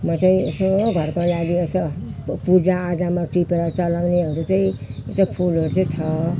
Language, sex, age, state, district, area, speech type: Nepali, female, 60+, West Bengal, Jalpaiguri, rural, spontaneous